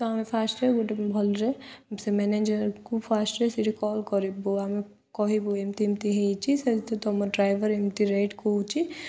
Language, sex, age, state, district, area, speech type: Odia, female, 18-30, Odisha, Koraput, urban, spontaneous